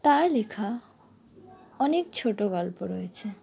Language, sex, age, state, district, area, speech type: Bengali, female, 30-45, West Bengal, Dakshin Dinajpur, urban, spontaneous